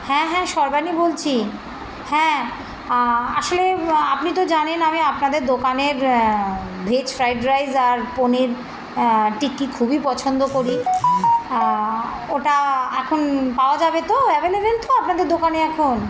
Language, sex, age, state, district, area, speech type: Bengali, female, 45-60, West Bengal, Birbhum, urban, spontaneous